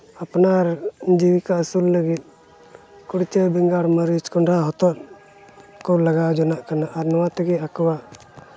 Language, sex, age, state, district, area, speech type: Santali, male, 30-45, Jharkhand, Pakur, rural, spontaneous